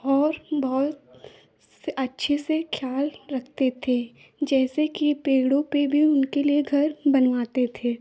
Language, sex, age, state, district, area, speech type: Hindi, female, 30-45, Uttar Pradesh, Lucknow, rural, spontaneous